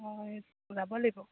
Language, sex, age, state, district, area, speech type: Assamese, female, 30-45, Assam, Jorhat, urban, conversation